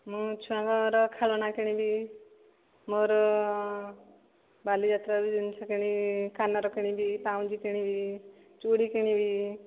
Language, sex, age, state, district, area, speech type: Odia, female, 30-45, Odisha, Dhenkanal, rural, conversation